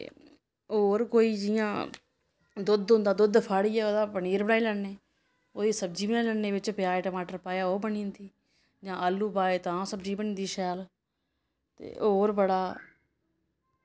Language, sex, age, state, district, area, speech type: Dogri, female, 30-45, Jammu and Kashmir, Samba, rural, spontaneous